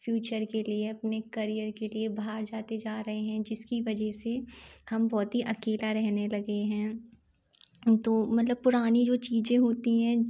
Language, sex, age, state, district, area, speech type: Hindi, female, 30-45, Madhya Pradesh, Gwalior, rural, spontaneous